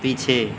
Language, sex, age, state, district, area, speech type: Hindi, male, 18-30, Uttar Pradesh, Mau, urban, read